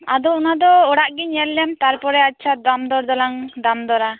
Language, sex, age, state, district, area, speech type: Santali, female, 18-30, West Bengal, Birbhum, rural, conversation